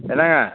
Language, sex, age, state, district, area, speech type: Tamil, male, 60+, Tamil Nadu, Tiruvarur, rural, conversation